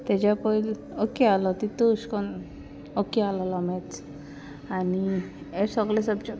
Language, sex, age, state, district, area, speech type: Goan Konkani, female, 18-30, Goa, Salcete, rural, spontaneous